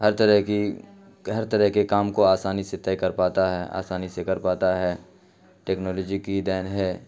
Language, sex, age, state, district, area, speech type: Urdu, male, 30-45, Bihar, Khagaria, rural, spontaneous